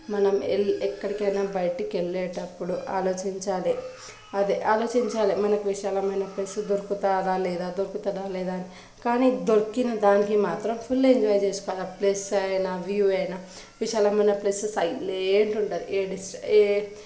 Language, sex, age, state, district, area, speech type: Telugu, female, 18-30, Telangana, Nalgonda, urban, spontaneous